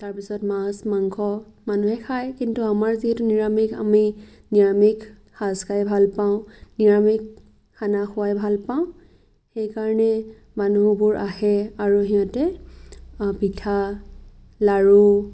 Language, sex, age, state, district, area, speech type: Assamese, female, 18-30, Assam, Biswanath, rural, spontaneous